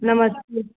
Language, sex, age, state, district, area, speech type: Hindi, female, 45-60, Uttar Pradesh, Ayodhya, rural, conversation